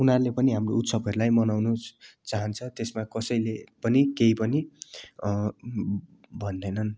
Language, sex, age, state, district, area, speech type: Nepali, male, 18-30, West Bengal, Darjeeling, rural, spontaneous